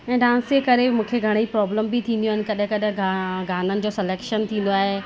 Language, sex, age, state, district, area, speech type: Sindhi, female, 30-45, Rajasthan, Ajmer, urban, spontaneous